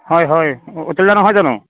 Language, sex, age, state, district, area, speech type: Assamese, male, 45-60, Assam, Morigaon, rural, conversation